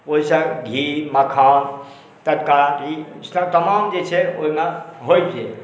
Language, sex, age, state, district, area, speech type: Maithili, male, 45-60, Bihar, Supaul, urban, spontaneous